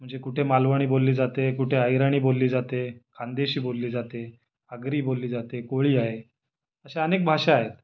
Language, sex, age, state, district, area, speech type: Marathi, male, 30-45, Maharashtra, Raigad, rural, spontaneous